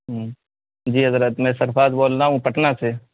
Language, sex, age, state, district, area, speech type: Urdu, male, 18-30, Bihar, Purnia, rural, conversation